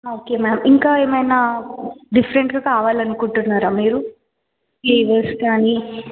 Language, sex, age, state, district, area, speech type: Telugu, female, 18-30, Telangana, Ranga Reddy, urban, conversation